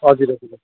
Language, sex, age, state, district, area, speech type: Nepali, male, 30-45, West Bengal, Kalimpong, rural, conversation